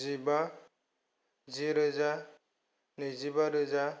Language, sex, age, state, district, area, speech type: Bodo, male, 30-45, Assam, Kokrajhar, rural, spontaneous